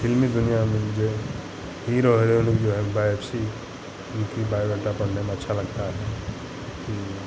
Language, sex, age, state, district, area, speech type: Hindi, male, 45-60, Uttar Pradesh, Hardoi, rural, spontaneous